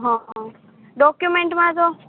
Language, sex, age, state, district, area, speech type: Gujarati, female, 30-45, Gujarat, Morbi, rural, conversation